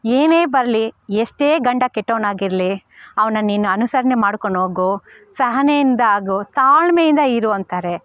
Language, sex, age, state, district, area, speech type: Kannada, female, 30-45, Karnataka, Bangalore Rural, rural, spontaneous